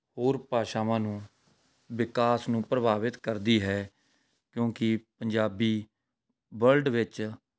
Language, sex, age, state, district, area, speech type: Punjabi, male, 45-60, Punjab, Rupnagar, urban, spontaneous